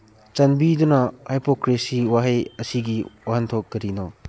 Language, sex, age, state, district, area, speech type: Manipuri, male, 30-45, Manipur, Churachandpur, rural, read